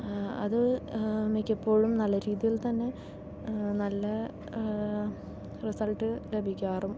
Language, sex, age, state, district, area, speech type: Malayalam, female, 18-30, Kerala, Palakkad, rural, spontaneous